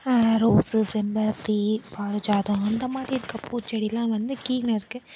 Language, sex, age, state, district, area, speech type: Tamil, female, 18-30, Tamil Nadu, Nagapattinam, rural, spontaneous